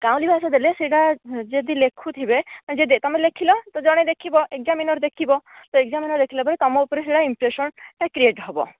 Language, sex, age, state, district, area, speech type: Odia, female, 18-30, Odisha, Nayagarh, rural, conversation